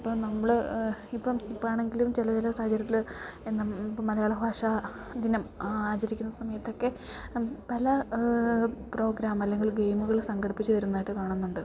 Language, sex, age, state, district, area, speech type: Malayalam, female, 30-45, Kerala, Idukki, rural, spontaneous